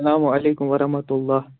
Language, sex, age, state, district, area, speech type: Kashmiri, male, 18-30, Jammu and Kashmir, Anantnag, rural, conversation